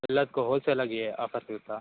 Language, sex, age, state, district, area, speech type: Kannada, male, 18-30, Karnataka, Shimoga, rural, conversation